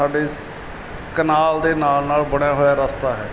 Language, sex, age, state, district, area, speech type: Punjabi, male, 30-45, Punjab, Barnala, rural, spontaneous